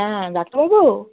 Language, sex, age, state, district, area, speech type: Bengali, female, 45-60, West Bengal, Darjeeling, rural, conversation